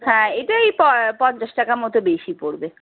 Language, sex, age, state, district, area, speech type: Bengali, female, 30-45, West Bengal, Darjeeling, rural, conversation